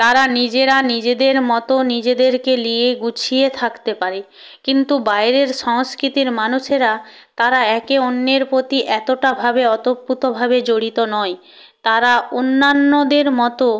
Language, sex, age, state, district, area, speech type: Bengali, female, 18-30, West Bengal, Purba Medinipur, rural, spontaneous